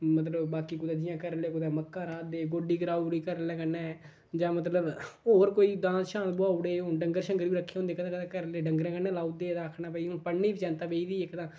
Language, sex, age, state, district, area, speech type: Dogri, male, 18-30, Jammu and Kashmir, Udhampur, rural, spontaneous